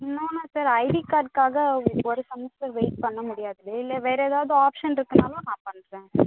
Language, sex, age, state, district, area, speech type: Tamil, female, 30-45, Tamil Nadu, Viluppuram, rural, conversation